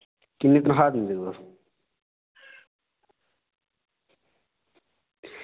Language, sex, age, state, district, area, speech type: Dogri, male, 18-30, Jammu and Kashmir, Udhampur, rural, conversation